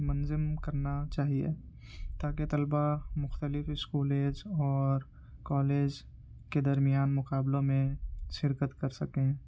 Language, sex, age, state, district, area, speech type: Urdu, male, 18-30, Uttar Pradesh, Ghaziabad, urban, spontaneous